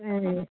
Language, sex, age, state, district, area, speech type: Assamese, female, 30-45, Assam, Udalguri, rural, conversation